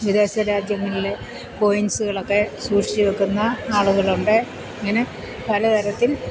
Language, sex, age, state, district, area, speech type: Malayalam, female, 60+, Kerala, Kottayam, rural, spontaneous